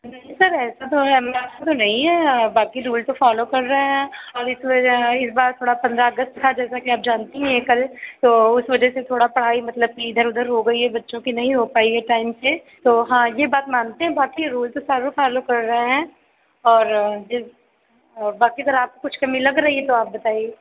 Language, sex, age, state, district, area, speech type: Hindi, female, 45-60, Uttar Pradesh, Sitapur, rural, conversation